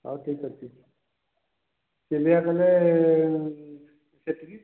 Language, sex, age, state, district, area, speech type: Odia, male, 45-60, Odisha, Dhenkanal, rural, conversation